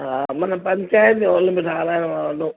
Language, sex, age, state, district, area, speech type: Sindhi, female, 45-60, Gujarat, Junagadh, rural, conversation